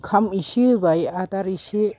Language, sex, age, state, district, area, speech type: Bodo, female, 60+, Assam, Kokrajhar, urban, spontaneous